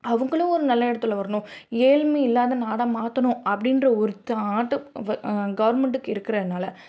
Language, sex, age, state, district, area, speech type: Tamil, female, 18-30, Tamil Nadu, Madurai, urban, spontaneous